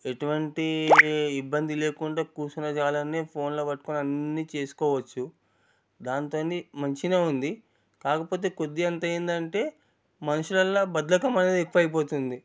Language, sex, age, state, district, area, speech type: Telugu, male, 45-60, Telangana, Ranga Reddy, rural, spontaneous